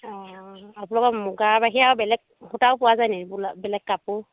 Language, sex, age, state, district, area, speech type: Assamese, female, 45-60, Assam, Dhemaji, urban, conversation